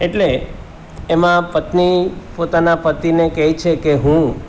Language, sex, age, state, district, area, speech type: Gujarati, male, 45-60, Gujarat, Surat, urban, spontaneous